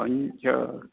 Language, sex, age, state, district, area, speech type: Sanskrit, male, 60+, Karnataka, Dakshina Kannada, rural, conversation